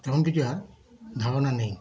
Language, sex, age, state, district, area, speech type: Bengali, male, 60+, West Bengal, Darjeeling, rural, spontaneous